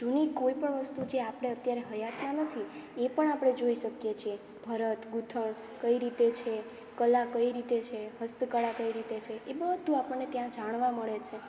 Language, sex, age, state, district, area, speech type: Gujarati, female, 18-30, Gujarat, Morbi, urban, spontaneous